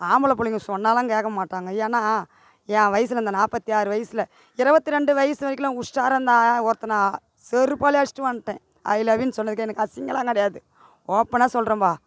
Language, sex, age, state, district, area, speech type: Tamil, female, 45-60, Tamil Nadu, Tiruvannamalai, rural, spontaneous